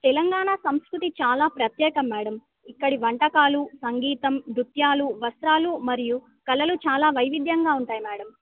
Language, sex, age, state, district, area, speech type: Telugu, female, 18-30, Telangana, Bhadradri Kothagudem, rural, conversation